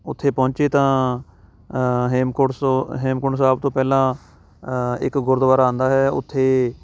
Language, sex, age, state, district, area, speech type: Punjabi, male, 30-45, Punjab, Shaheed Bhagat Singh Nagar, urban, spontaneous